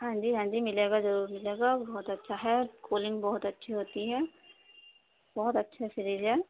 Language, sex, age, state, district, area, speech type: Urdu, female, 30-45, Uttar Pradesh, Ghaziabad, urban, conversation